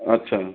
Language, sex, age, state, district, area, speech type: Marathi, male, 45-60, Maharashtra, Raigad, rural, conversation